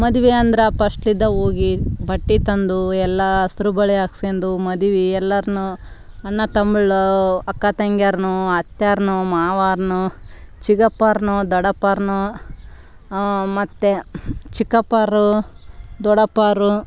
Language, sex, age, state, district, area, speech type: Kannada, female, 30-45, Karnataka, Vijayanagara, rural, spontaneous